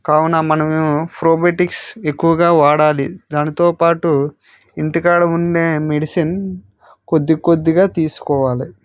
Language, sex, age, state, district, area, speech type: Telugu, male, 30-45, Andhra Pradesh, Vizianagaram, rural, spontaneous